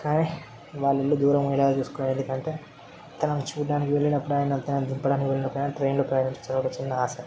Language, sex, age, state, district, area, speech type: Telugu, male, 18-30, Telangana, Medchal, urban, spontaneous